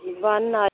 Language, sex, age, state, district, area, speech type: Punjabi, female, 30-45, Punjab, Kapurthala, rural, conversation